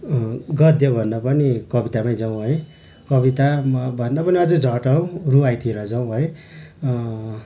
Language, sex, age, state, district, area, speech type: Nepali, male, 30-45, West Bengal, Darjeeling, rural, spontaneous